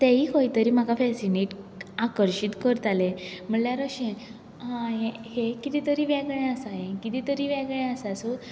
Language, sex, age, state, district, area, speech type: Goan Konkani, female, 18-30, Goa, Quepem, rural, spontaneous